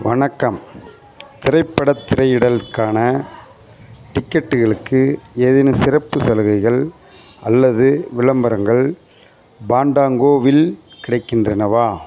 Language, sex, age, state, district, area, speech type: Tamil, male, 45-60, Tamil Nadu, Theni, rural, read